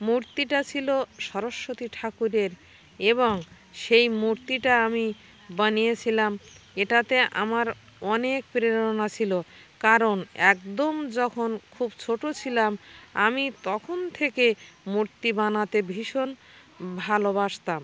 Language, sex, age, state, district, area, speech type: Bengali, female, 60+, West Bengal, North 24 Parganas, rural, spontaneous